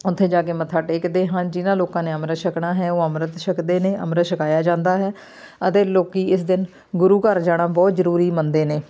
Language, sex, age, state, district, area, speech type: Punjabi, female, 30-45, Punjab, Amritsar, urban, spontaneous